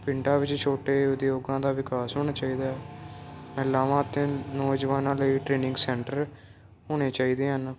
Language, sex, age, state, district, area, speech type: Punjabi, male, 18-30, Punjab, Moga, rural, spontaneous